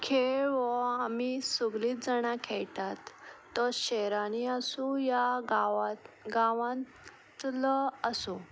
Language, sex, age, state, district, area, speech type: Goan Konkani, female, 18-30, Goa, Ponda, rural, spontaneous